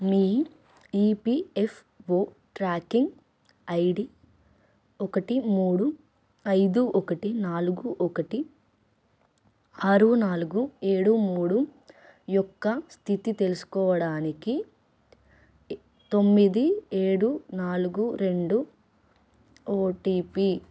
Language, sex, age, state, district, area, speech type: Telugu, female, 18-30, Telangana, Nirmal, rural, read